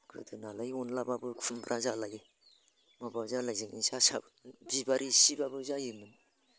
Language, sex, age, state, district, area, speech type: Bodo, female, 60+, Assam, Udalguri, rural, spontaneous